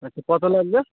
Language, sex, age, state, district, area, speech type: Bengali, male, 18-30, West Bengal, Birbhum, urban, conversation